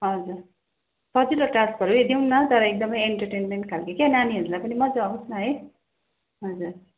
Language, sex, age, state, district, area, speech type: Nepali, female, 30-45, West Bengal, Darjeeling, rural, conversation